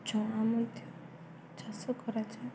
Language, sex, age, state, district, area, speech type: Odia, female, 18-30, Odisha, Sundergarh, urban, spontaneous